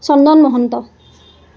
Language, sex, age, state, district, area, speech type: Assamese, female, 30-45, Assam, Dibrugarh, rural, spontaneous